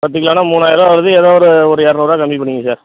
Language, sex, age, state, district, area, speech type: Tamil, male, 45-60, Tamil Nadu, Madurai, rural, conversation